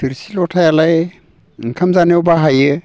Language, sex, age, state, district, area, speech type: Bodo, male, 60+, Assam, Baksa, urban, spontaneous